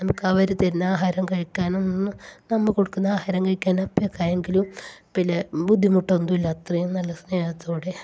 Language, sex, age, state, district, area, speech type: Malayalam, female, 45-60, Kerala, Kasaragod, urban, spontaneous